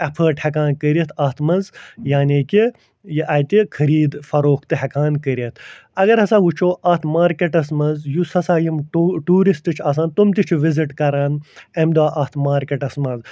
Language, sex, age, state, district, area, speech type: Kashmiri, male, 45-60, Jammu and Kashmir, Ganderbal, rural, spontaneous